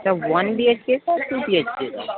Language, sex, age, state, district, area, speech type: Urdu, male, 18-30, Uttar Pradesh, Gautam Buddha Nagar, urban, conversation